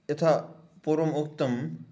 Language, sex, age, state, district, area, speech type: Sanskrit, male, 30-45, Karnataka, Dharwad, urban, spontaneous